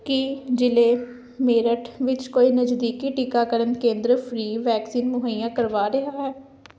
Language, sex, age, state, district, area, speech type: Punjabi, female, 18-30, Punjab, Hoshiarpur, rural, read